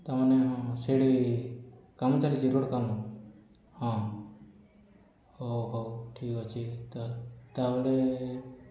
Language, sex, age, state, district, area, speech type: Odia, male, 18-30, Odisha, Boudh, rural, spontaneous